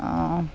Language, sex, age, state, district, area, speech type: Assamese, female, 30-45, Assam, Barpeta, rural, spontaneous